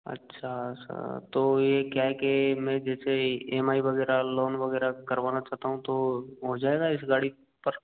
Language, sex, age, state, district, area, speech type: Hindi, male, 60+, Rajasthan, Karauli, rural, conversation